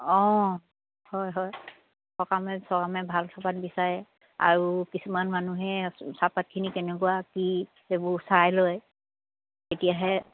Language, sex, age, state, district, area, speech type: Assamese, female, 60+, Assam, Dibrugarh, rural, conversation